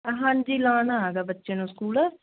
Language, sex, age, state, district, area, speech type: Punjabi, female, 18-30, Punjab, Muktsar, urban, conversation